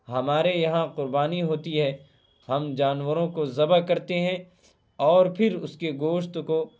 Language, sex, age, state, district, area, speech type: Urdu, male, 18-30, Bihar, Purnia, rural, spontaneous